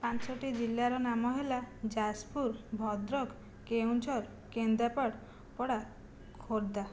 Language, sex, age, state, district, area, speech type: Odia, female, 18-30, Odisha, Jajpur, rural, spontaneous